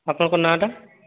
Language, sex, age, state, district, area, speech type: Odia, male, 18-30, Odisha, Subarnapur, urban, conversation